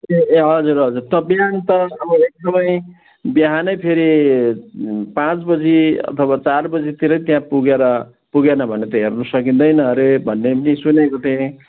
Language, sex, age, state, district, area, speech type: Nepali, male, 60+, West Bengal, Kalimpong, rural, conversation